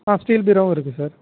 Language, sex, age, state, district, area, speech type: Tamil, male, 30-45, Tamil Nadu, Nagapattinam, rural, conversation